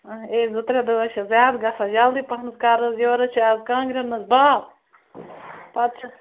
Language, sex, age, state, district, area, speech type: Kashmiri, female, 18-30, Jammu and Kashmir, Bandipora, rural, conversation